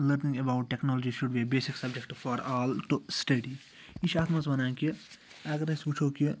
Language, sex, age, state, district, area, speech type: Kashmiri, male, 30-45, Jammu and Kashmir, Srinagar, urban, spontaneous